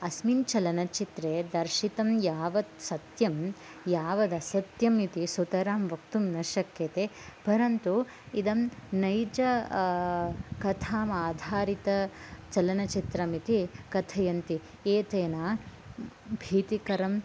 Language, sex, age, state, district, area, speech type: Sanskrit, female, 18-30, Karnataka, Bagalkot, rural, spontaneous